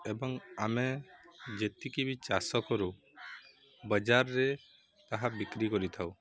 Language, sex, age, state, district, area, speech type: Odia, male, 18-30, Odisha, Subarnapur, urban, spontaneous